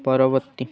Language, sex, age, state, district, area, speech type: Odia, male, 18-30, Odisha, Kendujhar, urban, read